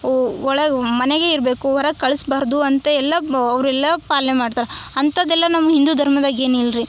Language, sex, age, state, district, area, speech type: Kannada, female, 18-30, Karnataka, Yadgir, urban, spontaneous